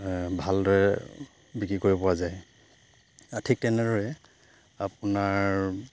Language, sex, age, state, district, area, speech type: Assamese, male, 30-45, Assam, Charaideo, rural, spontaneous